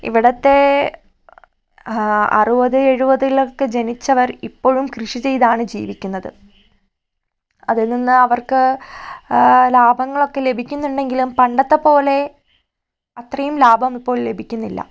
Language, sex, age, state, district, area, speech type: Malayalam, female, 30-45, Kerala, Wayanad, rural, spontaneous